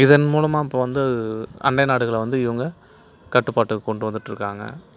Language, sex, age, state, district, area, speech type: Tamil, male, 45-60, Tamil Nadu, Cuddalore, rural, spontaneous